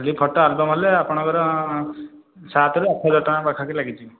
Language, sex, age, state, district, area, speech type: Odia, male, 18-30, Odisha, Khordha, rural, conversation